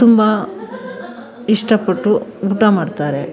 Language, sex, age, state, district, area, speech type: Kannada, female, 45-60, Karnataka, Mandya, urban, spontaneous